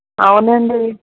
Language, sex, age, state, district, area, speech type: Telugu, female, 45-60, Andhra Pradesh, Eluru, rural, conversation